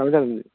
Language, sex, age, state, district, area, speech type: Manipuri, male, 18-30, Manipur, Kangpokpi, urban, conversation